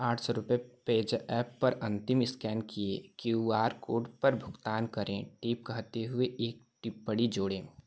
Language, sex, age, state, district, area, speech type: Hindi, male, 18-30, Uttar Pradesh, Chandauli, rural, read